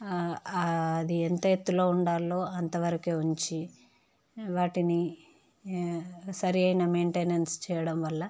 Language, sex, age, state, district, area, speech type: Telugu, female, 30-45, Andhra Pradesh, Visakhapatnam, urban, spontaneous